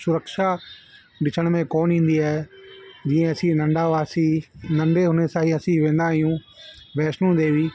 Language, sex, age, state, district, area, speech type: Sindhi, male, 30-45, Delhi, South Delhi, urban, spontaneous